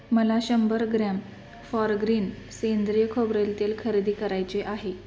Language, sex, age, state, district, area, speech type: Marathi, female, 18-30, Maharashtra, Sangli, rural, read